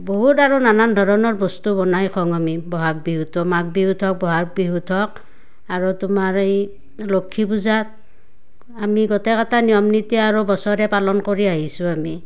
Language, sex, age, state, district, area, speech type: Assamese, female, 30-45, Assam, Barpeta, rural, spontaneous